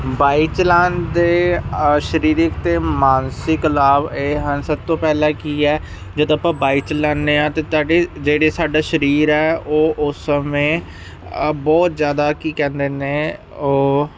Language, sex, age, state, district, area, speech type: Punjabi, male, 45-60, Punjab, Ludhiana, urban, spontaneous